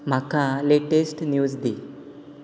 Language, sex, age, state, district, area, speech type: Goan Konkani, male, 18-30, Goa, Quepem, rural, read